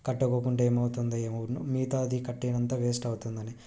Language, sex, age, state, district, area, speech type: Telugu, male, 18-30, Andhra Pradesh, Krishna, urban, spontaneous